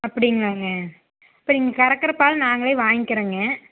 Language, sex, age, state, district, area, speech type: Tamil, female, 18-30, Tamil Nadu, Coimbatore, rural, conversation